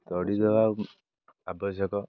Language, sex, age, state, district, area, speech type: Odia, male, 18-30, Odisha, Jagatsinghpur, rural, spontaneous